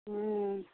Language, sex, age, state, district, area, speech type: Maithili, female, 45-60, Bihar, Madhepura, urban, conversation